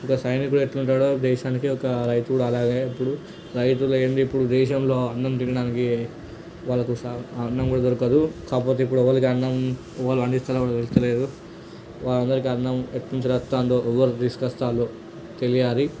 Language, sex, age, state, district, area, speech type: Telugu, male, 18-30, Telangana, Nirmal, urban, spontaneous